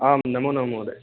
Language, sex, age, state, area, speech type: Sanskrit, male, 18-30, Rajasthan, rural, conversation